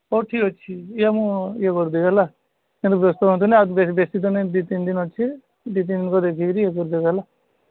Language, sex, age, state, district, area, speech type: Odia, male, 30-45, Odisha, Sambalpur, rural, conversation